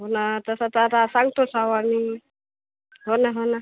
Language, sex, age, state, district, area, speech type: Marathi, female, 30-45, Maharashtra, Washim, rural, conversation